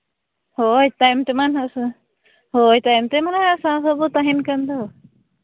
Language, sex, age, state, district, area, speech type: Santali, female, 18-30, Jharkhand, Seraikela Kharsawan, rural, conversation